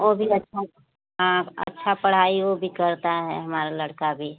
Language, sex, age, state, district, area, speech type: Hindi, female, 60+, Uttar Pradesh, Bhadohi, rural, conversation